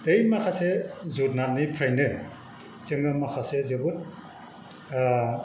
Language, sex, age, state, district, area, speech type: Bodo, male, 60+, Assam, Kokrajhar, rural, spontaneous